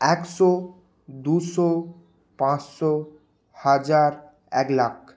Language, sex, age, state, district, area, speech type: Bengali, male, 30-45, West Bengal, Purba Medinipur, rural, spontaneous